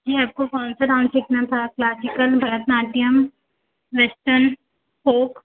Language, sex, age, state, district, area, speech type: Hindi, female, 18-30, Uttar Pradesh, Azamgarh, rural, conversation